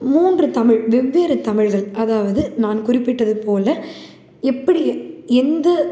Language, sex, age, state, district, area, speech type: Tamil, female, 18-30, Tamil Nadu, Salem, urban, spontaneous